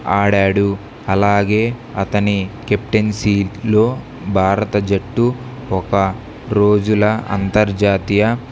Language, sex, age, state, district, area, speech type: Telugu, male, 18-30, Andhra Pradesh, Kurnool, rural, spontaneous